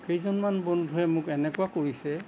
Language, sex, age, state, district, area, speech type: Assamese, male, 60+, Assam, Nagaon, rural, spontaneous